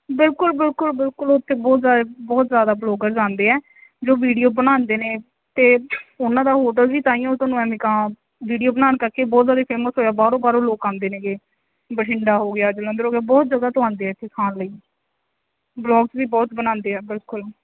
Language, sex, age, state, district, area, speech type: Punjabi, female, 18-30, Punjab, Mansa, rural, conversation